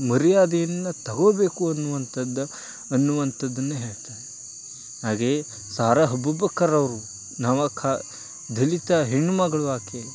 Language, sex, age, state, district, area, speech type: Kannada, male, 18-30, Karnataka, Chamarajanagar, rural, spontaneous